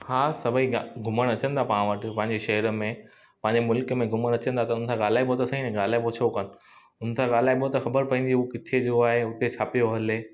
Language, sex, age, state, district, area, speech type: Sindhi, male, 30-45, Gujarat, Kutch, rural, spontaneous